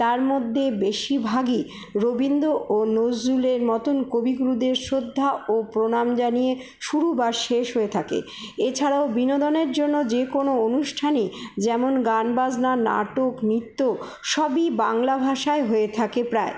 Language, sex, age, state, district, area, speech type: Bengali, female, 45-60, West Bengal, Paschim Bardhaman, urban, spontaneous